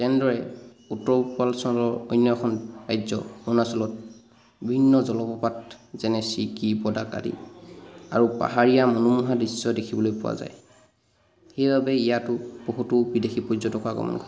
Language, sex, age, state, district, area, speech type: Assamese, male, 45-60, Assam, Charaideo, rural, spontaneous